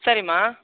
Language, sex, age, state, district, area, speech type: Tamil, male, 18-30, Tamil Nadu, Tiruvallur, rural, conversation